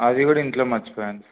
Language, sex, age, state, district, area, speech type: Telugu, male, 18-30, Telangana, Siddipet, urban, conversation